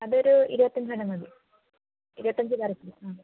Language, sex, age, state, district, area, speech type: Malayalam, female, 18-30, Kerala, Wayanad, rural, conversation